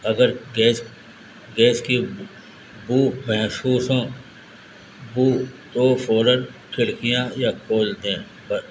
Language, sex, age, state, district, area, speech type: Urdu, male, 60+, Delhi, Central Delhi, urban, spontaneous